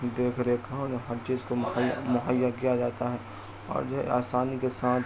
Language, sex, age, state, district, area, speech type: Urdu, male, 45-60, Bihar, Supaul, rural, spontaneous